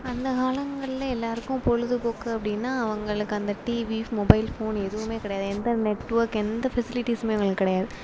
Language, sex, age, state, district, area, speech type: Tamil, female, 18-30, Tamil Nadu, Sivaganga, rural, spontaneous